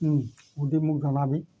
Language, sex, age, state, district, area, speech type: Assamese, male, 45-60, Assam, Jorhat, urban, spontaneous